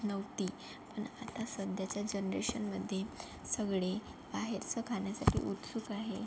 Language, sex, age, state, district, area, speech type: Marathi, female, 30-45, Maharashtra, Yavatmal, rural, spontaneous